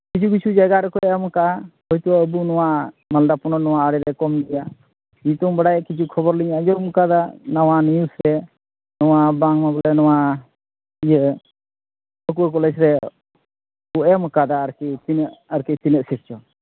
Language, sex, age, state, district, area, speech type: Santali, male, 30-45, West Bengal, Malda, rural, conversation